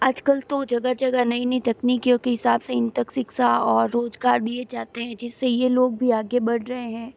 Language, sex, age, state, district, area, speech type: Hindi, female, 18-30, Rajasthan, Jodhpur, urban, spontaneous